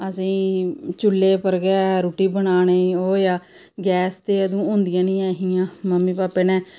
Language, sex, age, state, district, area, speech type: Dogri, female, 30-45, Jammu and Kashmir, Samba, rural, spontaneous